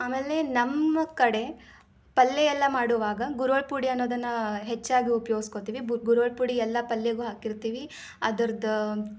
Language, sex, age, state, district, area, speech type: Kannada, female, 18-30, Karnataka, Dharwad, rural, spontaneous